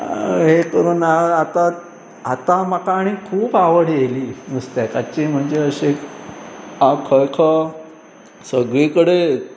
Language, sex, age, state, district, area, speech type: Goan Konkani, male, 45-60, Goa, Pernem, rural, spontaneous